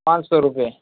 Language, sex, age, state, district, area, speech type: Urdu, male, 18-30, Uttar Pradesh, Saharanpur, urban, conversation